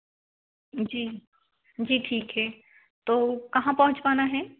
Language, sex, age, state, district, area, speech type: Hindi, female, 30-45, Madhya Pradesh, Betul, urban, conversation